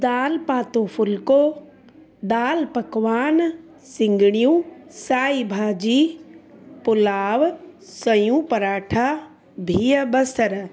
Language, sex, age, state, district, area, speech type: Sindhi, female, 45-60, Uttar Pradesh, Lucknow, urban, spontaneous